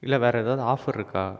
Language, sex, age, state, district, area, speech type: Tamil, male, 30-45, Tamil Nadu, Viluppuram, urban, spontaneous